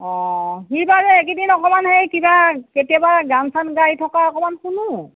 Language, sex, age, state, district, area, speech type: Assamese, female, 60+, Assam, Golaghat, urban, conversation